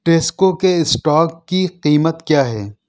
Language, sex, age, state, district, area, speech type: Urdu, male, 30-45, Delhi, South Delhi, urban, read